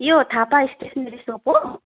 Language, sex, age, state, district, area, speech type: Nepali, female, 30-45, West Bengal, Darjeeling, rural, conversation